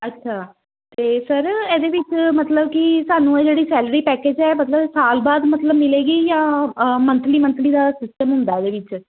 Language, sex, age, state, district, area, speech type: Punjabi, female, 30-45, Punjab, Amritsar, urban, conversation